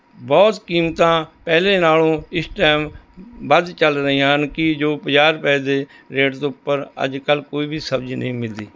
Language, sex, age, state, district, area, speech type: Punjabi, male, 60+, Punjab, Rupnagar, urban, spontaneous